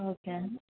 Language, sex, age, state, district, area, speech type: Telugu, female, 18-30, Andhra Pradesh, Krishna, urban, conversation